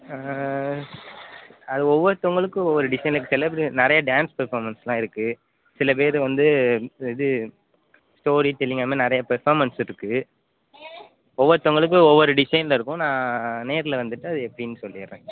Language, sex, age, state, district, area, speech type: Tamil, male, 18-30, Tamil Nadu, Pudukkottai, rural, conversation